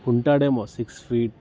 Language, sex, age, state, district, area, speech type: Telugu, male, 18-30, Telangana, Ranga Reddy, urban, spontaneous